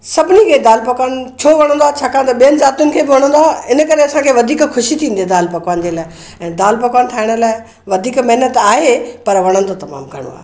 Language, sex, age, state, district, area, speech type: Sindhi, female, 60+, Maharashtra, Mumbai Suburban, urban, spontaneous